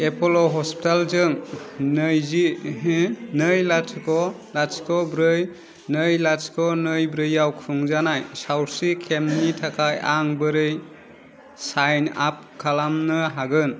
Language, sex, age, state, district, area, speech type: Bodo, male, 30-45, Assam, Kokrajhar, rural, read